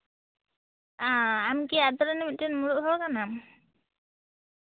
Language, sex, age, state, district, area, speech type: Santali, female, 18-30, West Bengal, Jhargram, rural, conversation